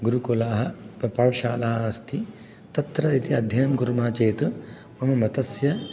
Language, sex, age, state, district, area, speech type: Sanskrit, male, 30-45, Karnataka, Raichur, rural, spontaneous